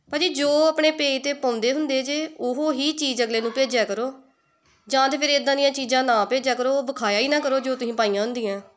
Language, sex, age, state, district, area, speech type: Punjabi, female, 18-30, Punjab, Tarn Taran, rural, spontaneous